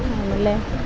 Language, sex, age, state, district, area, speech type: Kannada, female, 30-45, Karnataka, Vijayanagara, rural, spontaneous